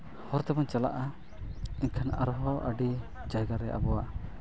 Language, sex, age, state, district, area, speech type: Santali, male, 30-45, Jharkhand, East Singhbhum, rural, spontaneous